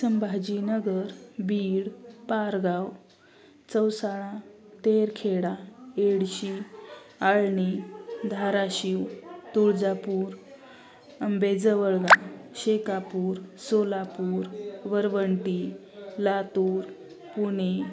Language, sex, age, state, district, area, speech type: Marathi, female, 30-45, Maharashtra, Osmanabad, rural, spontaneous